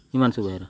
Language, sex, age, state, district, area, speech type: Odia, male, 18-30, Odisha, Nuapada, urban, spontaneous